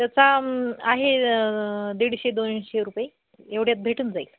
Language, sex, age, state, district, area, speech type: Marathi, female, 30-45, Maharashtra, Hingoli, urban, conversation